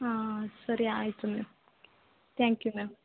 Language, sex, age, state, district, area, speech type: Kannada, female, 18-30, Karnataka, Hassan, rural, conversation